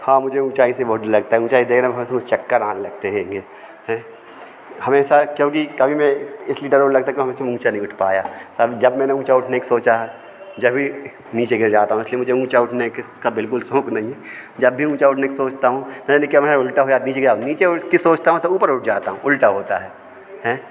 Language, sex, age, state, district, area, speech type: Hindi, male, 45-60, Madhya Pradesh, Hoshangabad, urban, spontaneous